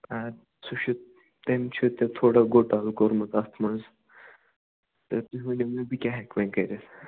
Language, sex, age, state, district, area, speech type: Kashmiri, male, 18-30, Jammu and Kashmir, Budgam, rural, conversation